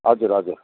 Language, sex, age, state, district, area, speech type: Nepali, male, 45-60, West Bengal, Kalimpong, rural, conversation